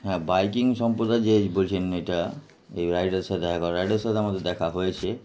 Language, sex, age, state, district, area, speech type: Bengali, male, 30-45, West Bengal, Darjeeling, urban, spontaneous